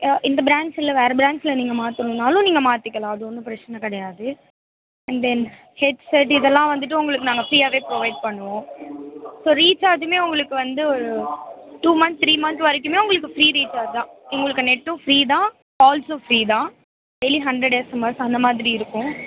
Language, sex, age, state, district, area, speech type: Tamil, female, 18-30, Tamil Nadu, Mayiladuthurai, urban, conversation